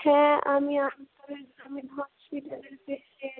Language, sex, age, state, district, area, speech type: Bengali, female, 18-30, West Bengal, Murshidabad, rural, conversation